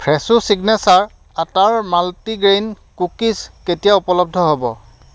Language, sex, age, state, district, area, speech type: Assamese, male, 30-45, Assam, Lakhimpur, rural, read